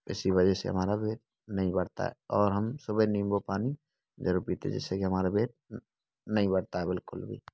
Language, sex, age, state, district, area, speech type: Hindi, male, 18-30, Rajasthan, Bharatpur, rural, spontaneous